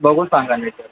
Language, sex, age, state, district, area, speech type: Marathi, male, 18-30, Maharashtra, Thane, urban, conversation